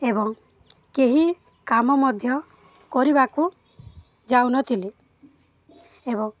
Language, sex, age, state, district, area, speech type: Odia, female, 18-30, Odisha, Balangir, urban, spontaneous